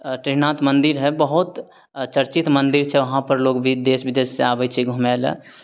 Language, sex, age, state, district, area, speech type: Maithili, male, 30-45, Bihar, Begusarai, urban, spontaneous